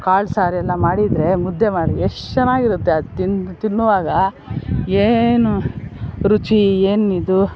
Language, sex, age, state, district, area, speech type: Kannada, female, 60+, Karnataka, Bangalore Rural, rural, spontaneous